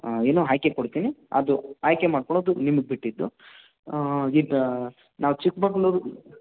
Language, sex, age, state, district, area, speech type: Kannada, male, 18-30, Karnataka, Bangalore Rural, rural, conversation